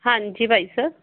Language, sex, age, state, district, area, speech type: Punjabi, female, 45-60, Punjab, Fazilka, rural, conversation